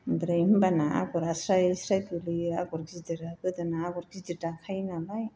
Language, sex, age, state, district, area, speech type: Bodo, female, 60+, Assam, Chirang, rural, spontaneous